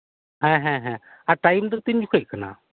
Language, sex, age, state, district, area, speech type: Santali, male, 30-45, West Bengal, Birbhum, rural, conversation